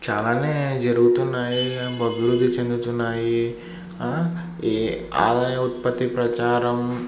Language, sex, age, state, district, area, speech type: Telugu, male, 18-30, Andhra Pradesh, Sri Satya Sai, urban, spontaneous